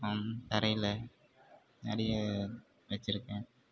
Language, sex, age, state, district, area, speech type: Tamil, male, 30-45, Tamil Nadu, Mayiladuthurai, urban, spontaneous